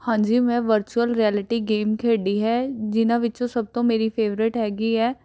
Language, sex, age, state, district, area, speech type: Punjabi, female, 18-30, Punjab, Rupnagar, urban, spontaneous